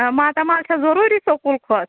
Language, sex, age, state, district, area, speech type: Kashmiri, female, 30-45, Jammu and Kashmir, Anantnag, rural, conversation